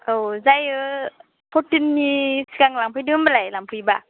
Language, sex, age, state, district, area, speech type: Bodo, female, 18-30, Assam, Chirang, rural, conversation